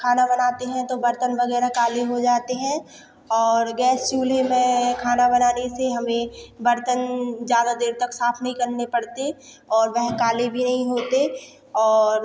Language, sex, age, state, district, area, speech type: Hindi, female, 18-30, Madhya Pradesh, Hoshangabad, rural, spontaneous